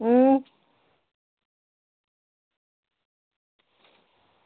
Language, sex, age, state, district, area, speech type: Dogri, female, 18-30, Jammu and Kashmir, Reasi, rural, conversation